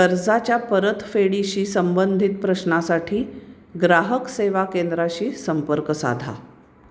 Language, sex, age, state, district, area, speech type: Marathi, female, 45-60, Maharashtra, Pune, urban, read